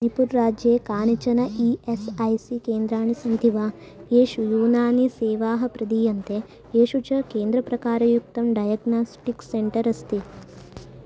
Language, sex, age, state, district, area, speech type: Sanskrit, female, 18-30, Karnataka, Uttara Kannada, rural, read